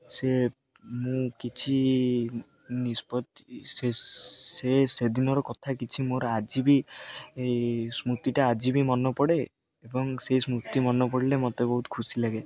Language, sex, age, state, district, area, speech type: Odia, male, 18-30, Odisha, Jagatsinghpur, rural, spontaneous